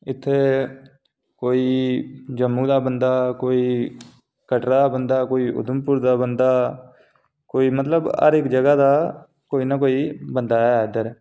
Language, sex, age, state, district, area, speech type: Dogri, male, 18-30, Jammu and Kashmir, Reasi, urban, spontaneous